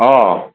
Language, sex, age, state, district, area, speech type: Assamese, male, 60+, Assam, Udalguri, urban, conversation